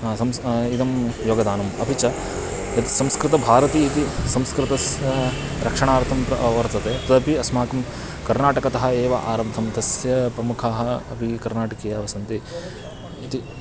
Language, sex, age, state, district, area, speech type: Sanskrit, male, 18-30, Karnataka, Uttara Kannada, rural, spontaneous